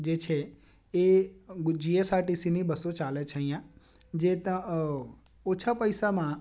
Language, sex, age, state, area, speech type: Gujarati, male, 18-30, Gujarat, urban, spontaneous